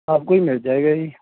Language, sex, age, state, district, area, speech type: Punjabi, male, 18-30, Punjab, Bathinda, rural, conversation